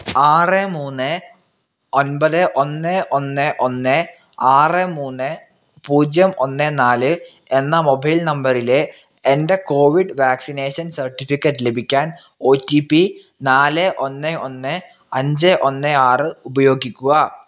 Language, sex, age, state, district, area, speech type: Malayalam, male, 18-30, Kerala, Wayanad, rural, read